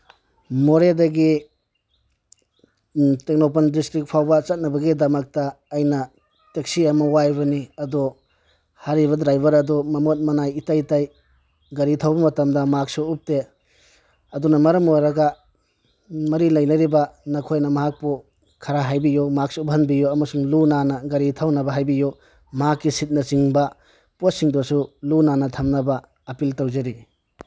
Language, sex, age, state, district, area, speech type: Manipuri, male, 60+, Manipur, Tengnoupal, rural, spontaneous